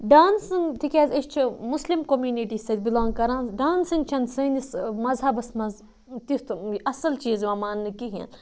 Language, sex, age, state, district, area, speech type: Kashmiri, other, 18-30, Jammu and Kashmir, Budgam, rural, spontaneous